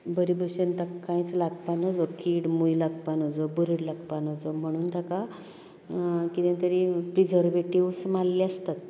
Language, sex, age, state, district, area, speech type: Goan Konkani, female, 60+, Goa, Canacona, rural, spontaneous